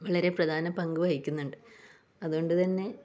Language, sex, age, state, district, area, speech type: Malayalam, female, 30-45, Kerala, Kasaragod, rural, spontaneous